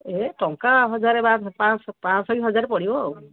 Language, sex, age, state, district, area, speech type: Odia, female, 45-60, Odisha, Angul, rural, conversation